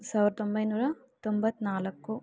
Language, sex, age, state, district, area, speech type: Kannada, female, 18-30, Karnataka, Bangalore Rural, urban, spontaneous